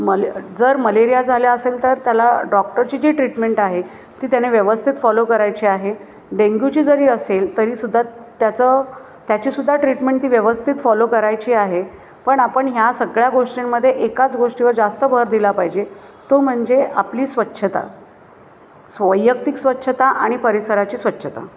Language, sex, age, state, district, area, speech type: Marathi, female, 30-45, Maharashtra, Thane, urban, spontaneous